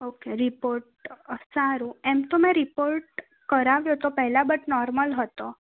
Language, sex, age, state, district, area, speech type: Gujarati, female, 18-30, Gujarat, Kheda, rural, conversation